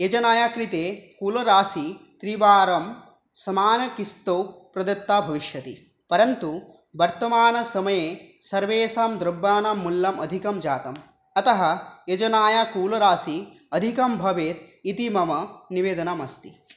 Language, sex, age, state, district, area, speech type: Sanskrit, male, 18-30, West Bengal, Dakshin Dinajpur, rural, spontaneous